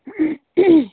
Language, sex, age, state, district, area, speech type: Dogri, female, 30-45, Jammu and Kashmir, Udhampur, rural, conversation